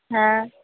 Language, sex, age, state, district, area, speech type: Odia, female, 45-60, Odisha, Sambalpur, rural, conversation